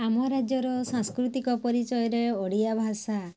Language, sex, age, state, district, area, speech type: Odia, female, 45-60, Odisha, Mayurbhanj, rural, spontaneous